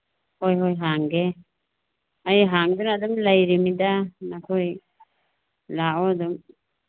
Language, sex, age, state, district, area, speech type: Manipuri, female, 45-60, Manipur, Churachandpur, rural, conversation